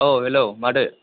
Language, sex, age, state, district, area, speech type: Bodo, male, 18-30, Assam, Kokrajhar, urban, conversation